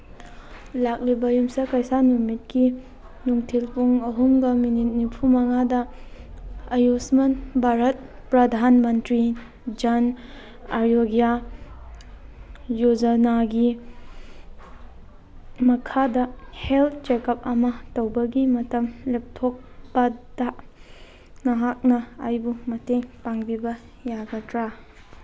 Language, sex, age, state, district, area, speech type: Manipuri, female, 18-30, Manipur, Kangpokpi, urban, read